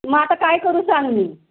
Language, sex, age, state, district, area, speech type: Marathi, female, 30-45, Maharashtra, Raigad, rural, conversation